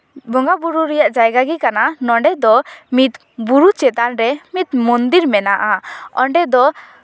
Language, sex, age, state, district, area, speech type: Santali, female, 18-30, West Bengal, Paschim Bardhaman, rural, spontaneous